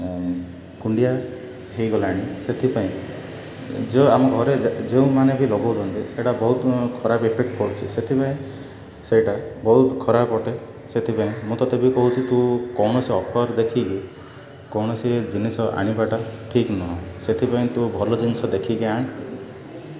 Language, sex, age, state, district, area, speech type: Odia, male, 18-30, Odisha, Ganjam, urban, spontaneous